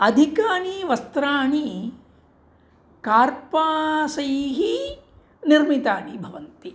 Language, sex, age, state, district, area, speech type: Sanskrit, male, 60+, Tamil Nadu, Mayiladuthurai, urban, spontaneous